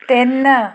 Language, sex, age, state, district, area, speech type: Punjabi, female, 45-60, Punjab, Fatehgarh Sahib, rural, read